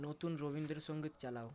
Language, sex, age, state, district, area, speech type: Bengali, male, 18-30, West Bengal, Purba Medinipur, rural, read